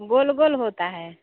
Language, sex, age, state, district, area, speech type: Hindi, female, 45-60, Bihar, Samastipur, rural, conversation